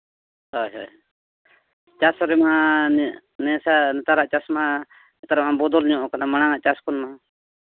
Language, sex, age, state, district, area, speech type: Santali, male, 45-60, Odisha, Mayurbhanj, rural, conversation